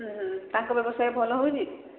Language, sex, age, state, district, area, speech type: Odia, female, 30-45, Odisha, Sambalpur, rural, conversation